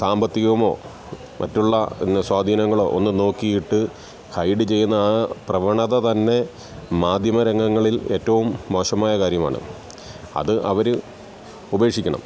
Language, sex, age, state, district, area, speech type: Malayalam, male, 45-60, Kerala, Alappuzha, rural, spontaneous